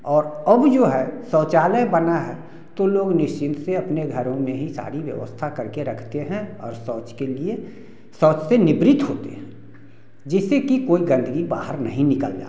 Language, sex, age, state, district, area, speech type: Hindi, male, 60+, Bihar, Samastipur, rural, spontaneous